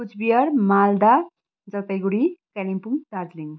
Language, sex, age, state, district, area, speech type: Nepali, female, 30-45, West Bengal, Kalimpong, rural, spontaneous